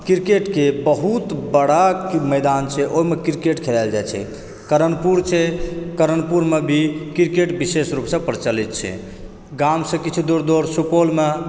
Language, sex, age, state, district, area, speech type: Maithili, male, 30-45, Bihar, Supaul, urban, spontaneous